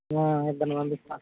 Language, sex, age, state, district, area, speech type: Telugu, male, 18-30, Telangana, Khammam, urban, conversation